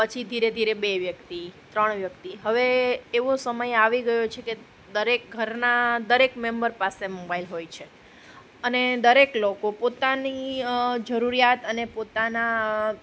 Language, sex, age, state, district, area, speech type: Gujarati, female, 30-45, Gujarat, Junagadh, urban, spontaneous